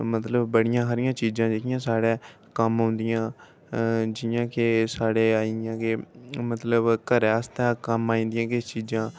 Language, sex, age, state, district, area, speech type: Dogri, male, 18-30, Jammu and Kashmir, Udhampur, rural, spontaneous